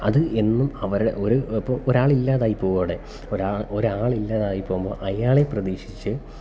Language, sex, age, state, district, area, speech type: Malayalam, male, 30-45, Kerala, Kollam, rural, spontaneous